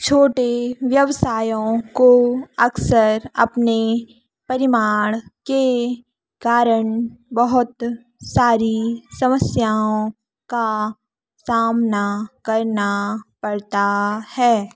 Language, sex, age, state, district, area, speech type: Hindi, female, 18-30, Madhya Pradesh, Narsinghpur, urban, read